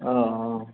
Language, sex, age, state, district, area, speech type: Maithili, male, 30-45, Bihar, Sitamarhi, urban, conversation